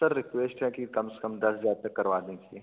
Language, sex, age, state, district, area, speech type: Hindi, male, 18-30, Uttar Pradesh, Bhadohi, urban, conversation